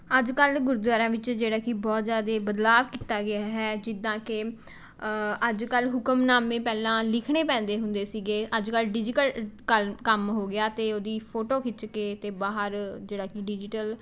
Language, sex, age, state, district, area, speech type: Punjabi, female, 18-30, Punjab, Mohali, rural, spontaneous